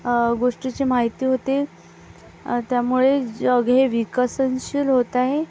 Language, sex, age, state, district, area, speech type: Marathi, female, 18-30, Maharashtra, Akola, rural, spontaneous